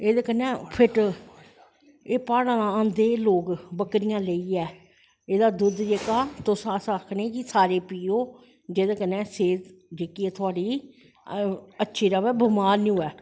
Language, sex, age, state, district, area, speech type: Dogri, male, 45-60, Jammu and Kashmir, Jammu, urban, spontaneous